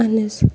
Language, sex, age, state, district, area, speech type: Kashmiri, female, 18-30, Jammu and Kashmir, Bandipora, urban, spontaneous